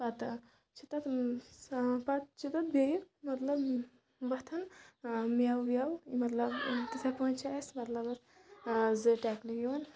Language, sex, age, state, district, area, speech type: Kashmiri, female, 30-45, Jammu and Kashmir, Kulgam, rural, spontaneous